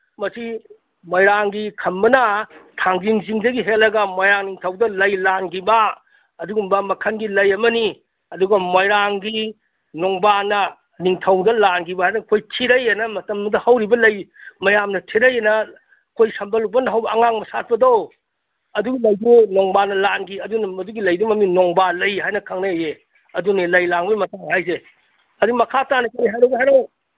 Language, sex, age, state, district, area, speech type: Manipuri, male, 60+, Manipur, Imphal East, rural, conversation